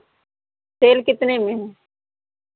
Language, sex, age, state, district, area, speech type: Hindi, female, 45-60, Uttar Pradesh, Lucknow, rural, conversation